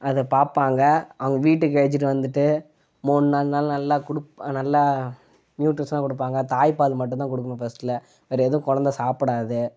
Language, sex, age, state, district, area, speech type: Tamil, male, 18-30, Tamil Nadu, Kallakurichi, urban, spontaneous